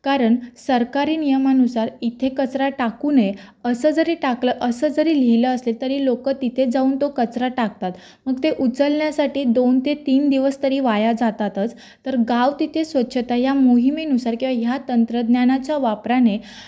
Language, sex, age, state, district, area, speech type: Marathi, female, 18-30, Maharashtra, Raigad, rural, spontaneous